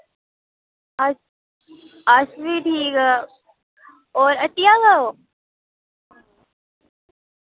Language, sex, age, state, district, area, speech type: Dogri, female, 30-45, Jammu and Kashmir, Udhampur, rural, conversation